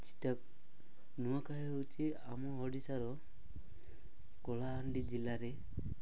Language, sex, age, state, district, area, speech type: Odia, male, 18-30, Odisha, Nabarangpur, urban, spontaneous